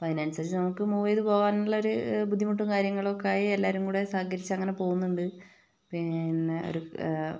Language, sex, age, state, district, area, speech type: Malayalam, female, 30-45, Kerala, Wayanad, rural, spontaneous